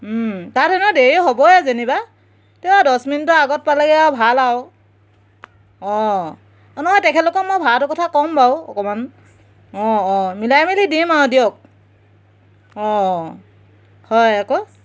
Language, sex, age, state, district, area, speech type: Assamese, female, 30-45, Assam, Jorhat, urban, spontaneous